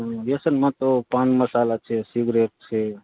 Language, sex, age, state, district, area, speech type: Gujarati, male, 30-45, Gujarat, Morbi, rural, conversation